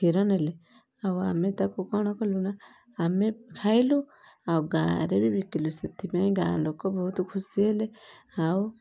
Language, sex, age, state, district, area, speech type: Odia, female, 30-45, Odisha, Kendujhar, urban, spontaneous